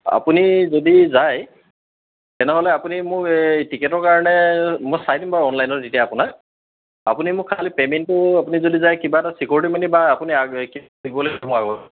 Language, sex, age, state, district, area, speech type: Assamese, male, 30-45, Assam, Charaideo, urban, conversation